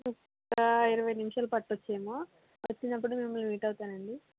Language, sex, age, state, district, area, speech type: Telugu, female, 45-60, Andhra Pradesh, East Godavari, rural, conversation